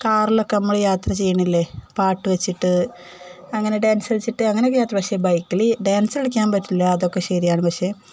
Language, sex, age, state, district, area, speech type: Malayalam, female, 45-60, Kerala, Palakkad, rural, spontaneous